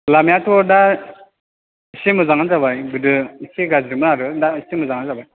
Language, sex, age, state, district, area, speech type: Bodo, male, 18-30, Assam, Chirang, urban, conversation